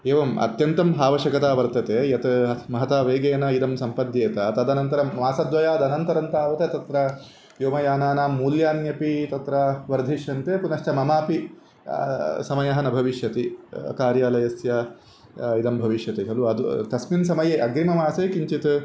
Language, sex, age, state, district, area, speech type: Sanskrit, male, 30-45, Karnataka, Udupi, urban, spontaneous